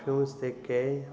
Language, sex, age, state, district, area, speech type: Sindhi, male, 30-45, Gujarat, Kutch, urban, read